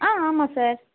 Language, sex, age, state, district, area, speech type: Tamil, female, 30-45, Tamil Nadu, Tirunelveli, urban, conversation